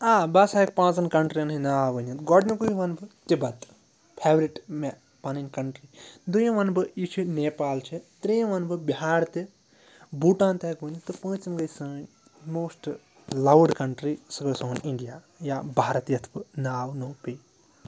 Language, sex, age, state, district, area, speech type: Kashmiri, male, 18-30, Jammu and Kashmir, Srinagar, urban, spontaneous